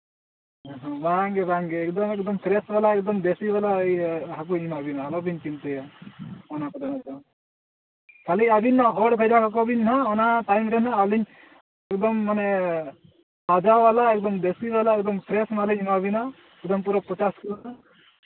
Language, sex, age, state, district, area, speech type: Santali, male, 30-45, Jharkhand, Seraikela Kharsawan, rural, conversation